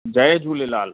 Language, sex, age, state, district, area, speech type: Sindhi, male, 30-45, Delhi, South Delhi, urban, conversation